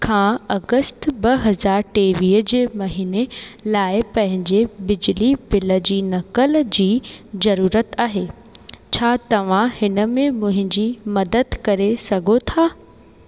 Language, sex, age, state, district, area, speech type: Sindhi, female, 18-30, Rajasthan, Ajmer, urban, read